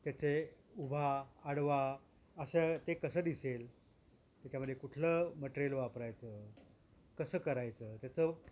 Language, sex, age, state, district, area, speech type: Marathi, male, 60+, Maharashtra, Thane, urban, spontaneous